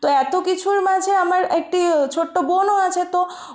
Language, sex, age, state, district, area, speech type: Bengali, female, 18-30, West Bengal, Purulia, urban, spontaneous